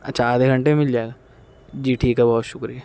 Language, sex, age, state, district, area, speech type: Urdu, male, 60+, Maharashtra, Nashik, urban, spontaneous